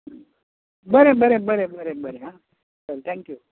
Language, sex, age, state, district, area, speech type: Goan Konkani, male, 60+, Goa, Bardez, urban, conversation